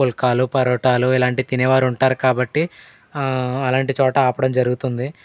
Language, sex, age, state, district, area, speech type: Telugu, male, 18-30, Andhra Pradesh, Eluru, rural, spontaneous